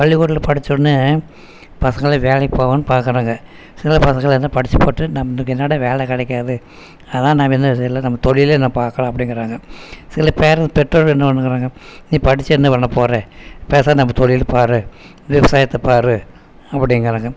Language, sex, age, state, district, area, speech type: Tamil, male, 60+, Tamil Nadu, Erode, rural, spontaneous